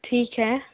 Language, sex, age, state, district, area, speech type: Hindi, female, 30-45, Madhya Pradesh, Bhopal, urban, conversation